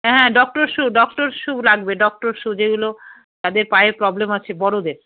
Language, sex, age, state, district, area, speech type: Bengali, female, 45-60, West Bengal, Alipurduar, rural, conversation